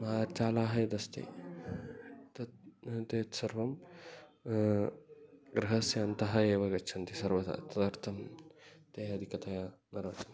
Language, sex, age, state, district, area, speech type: Sanskrit, male, 18-30, Kerala, Kasaragod, rural, spontaneous